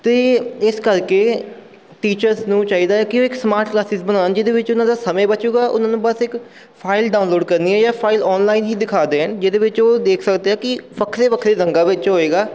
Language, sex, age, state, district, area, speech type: Punjabi, male, 30-45, Punjab, Amritsar, urban, spontaneous